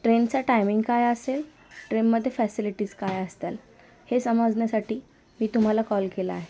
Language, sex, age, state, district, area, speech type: Marathi, female, 18-30, Maharashtra, Osmanabad, rural, spontaneous